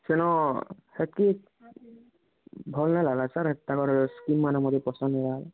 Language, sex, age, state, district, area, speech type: Odia, male, 18-30, Odisha, Bargarh, rural, conversation